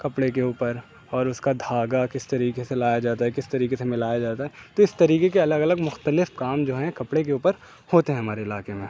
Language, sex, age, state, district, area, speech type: Urdu, male, 18-30, Uttar Pradesh, Aligarh, urban, spontaneous